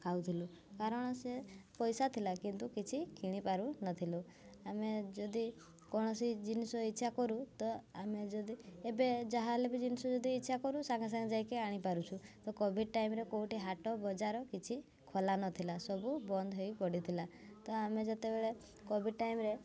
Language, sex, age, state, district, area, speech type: Odia, female, 18-30, Odisha, Mayurbhanj, rural, spontaneous